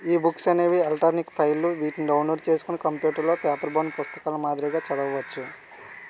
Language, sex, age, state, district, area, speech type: Telugu, male, 30-45, Andhra Pradesh, Vizianagaram, rural, read